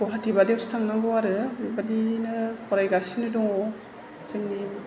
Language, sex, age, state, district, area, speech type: Bodo, female, 45-60, Assam, Chirang, urban, spontaneous